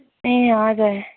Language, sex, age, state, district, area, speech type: Nepali, female, 18-30, West Bengal, Kalimpong, rural, conversation